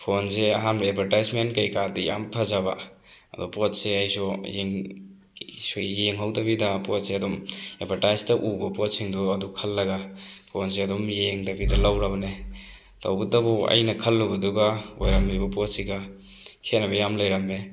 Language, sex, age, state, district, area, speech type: Manipuri, male, 18-30, Manipur, Thoubal, rural, spontaneous